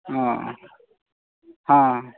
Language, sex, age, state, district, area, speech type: Maithili, male, 30-45, Bihar, Supaul, rural, conversation